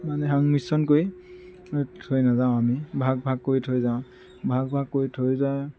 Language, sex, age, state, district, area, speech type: Assamese, male, 30-45, Assam, Tinsukia, rural, spontaneous